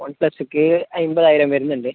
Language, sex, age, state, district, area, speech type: Malayalam, male, 18-30, Kerala, Kasaragod, rural, conversation